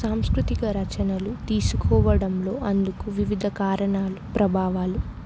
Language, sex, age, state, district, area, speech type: Telugu, female, 18-30, Telangana, Ranga Reddy, rural, spontaneous